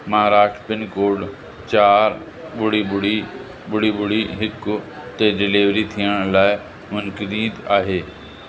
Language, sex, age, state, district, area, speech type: Sindhi, male, 45-60, Uttar Pradesh, Lucknow, rural, read